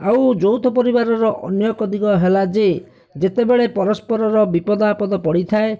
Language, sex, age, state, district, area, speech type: Odia, male, 45-60, Odisha, Bhadrak, rural, spontaneous